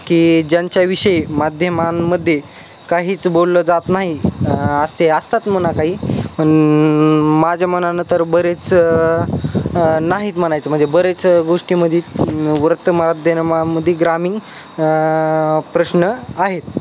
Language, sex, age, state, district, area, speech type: Marathi, male, 18-30, Maharashtra, Beed, rural, spontaneous